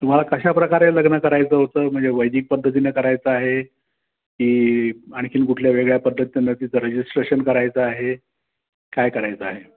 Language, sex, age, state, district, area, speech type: Marathi, male, 60+, Maharashtra, Pune, urban, conversation